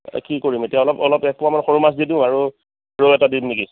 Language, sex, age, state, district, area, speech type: Assamese, male, 30-45, Assam, Darrang, rural, conversation